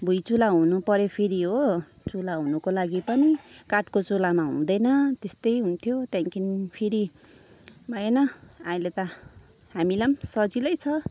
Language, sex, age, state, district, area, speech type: Nepali, female, 30-45, West Bengal, Kalimpong, rural, spontaneous